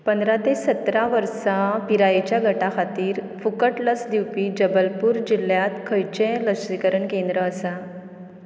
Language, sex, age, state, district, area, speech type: Goan Konkani, female, 30-45, Goa, Ponda, rural, read